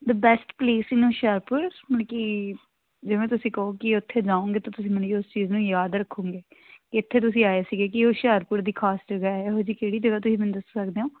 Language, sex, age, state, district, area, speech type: Punjabi, female, 18-30, Punjab, Hoshiarpur, urban, conversation